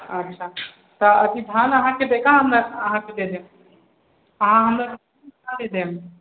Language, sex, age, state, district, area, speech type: Maithili, male, 18-30, Bihar, Sitamarhi, urban, conversation